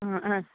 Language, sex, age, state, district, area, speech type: Malayalam, female, 18-30, Kerala, Pathanamthitta, rural, conversation